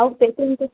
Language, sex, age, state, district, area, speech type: Odia, female, 30-45, Odisha, Sambalpur, rural, conversation